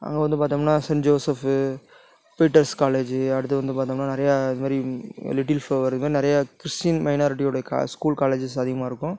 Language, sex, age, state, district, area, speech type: Tamil, male, 30-45, Tamil Nadu, Tiruchirappalli, rural, spontaneous